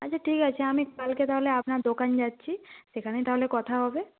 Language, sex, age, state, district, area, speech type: Bengali, female, 45-60, West Bengal, Nadia, rural, conversation